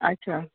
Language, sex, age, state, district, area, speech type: Urdu, female, 45-60, Uttar Pradesh, Rampur, urban, conversation